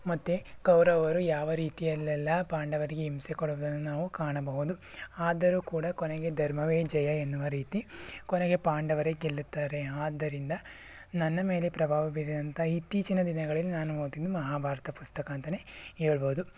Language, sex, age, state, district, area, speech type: Kannada, male, 18-30, Karnataka, Tumkur, rural, spontaneous